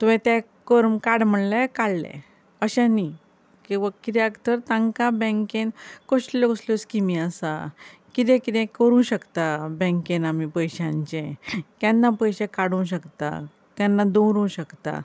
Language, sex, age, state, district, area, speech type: Goan Konkani, female, 45-60, Goa, Ponda, rural, spontaneous